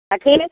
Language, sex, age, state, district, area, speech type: Maithili, female, 60+, Bihar, Araria, rural, conversation